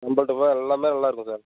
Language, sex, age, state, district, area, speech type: Tamil, male, 60+, Tamil Nadu, Sivaganga, urban, conversation